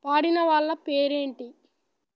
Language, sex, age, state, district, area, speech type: Telugu, male, 18-30, Telangana, Nalgonda, rural, read